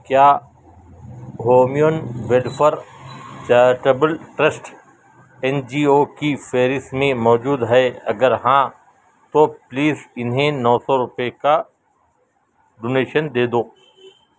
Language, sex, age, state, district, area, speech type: Urdu, male, 45-60, Telangana, Hyderabad, urban, read